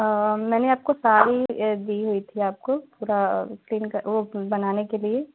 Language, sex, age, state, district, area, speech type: Hindi, female, 30-45, Madhya Pradesh, Katni, urban, conversation